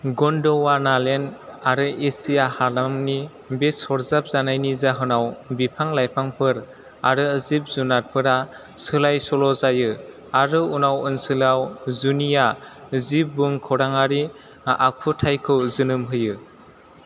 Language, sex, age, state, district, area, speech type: Bodo, male, 18-30, Assam, Chirang, rural, read